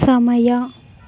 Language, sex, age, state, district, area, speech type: Kannada, female, 45-60, Karnataka, Tumkur, rural, read